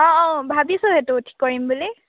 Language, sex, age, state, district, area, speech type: Assamese, female, 18-30, Assam, Sivasagar, urban, conversation